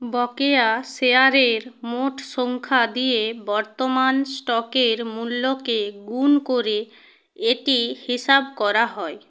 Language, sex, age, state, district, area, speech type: Bengali, female, 45-60, West Bengal, Hooghly, rural, read